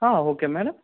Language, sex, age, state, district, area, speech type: Kannada, male, 18-30, Karnataka, Gulbarga, urban, conversation